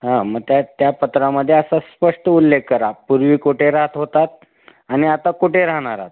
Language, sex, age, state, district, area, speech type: Marathi, male, 45-60, Maharashtra, Osmanabad, rural, conversation